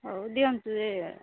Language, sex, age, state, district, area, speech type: Odia, female, 30-45, Odisha, Mayurbhanj, rural, conversation